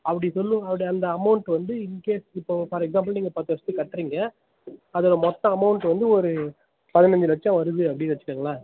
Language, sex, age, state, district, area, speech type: Tamil, male, 18-30, Tamil Nadu, Tiruvannamalai, urban, conversation